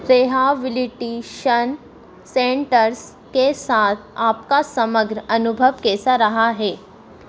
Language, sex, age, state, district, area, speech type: Hindi, female, 18-30, Madhya Pradesh, Harda, urban, read